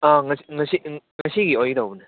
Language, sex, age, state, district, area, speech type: Manipuri, male, 18-30, Manipur, Churachandpur, rural, conversation